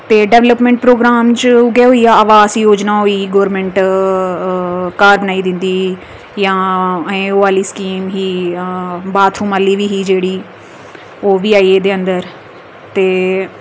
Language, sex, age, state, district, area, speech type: Dogri, female, 30-45, Jammu and Kashmir, Udhampur, urban, spontaneous